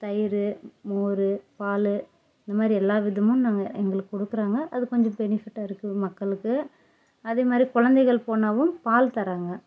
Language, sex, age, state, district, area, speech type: Tamil, female, 30-45, Tamil Nadu, Dharmapuri, rural, spontaneous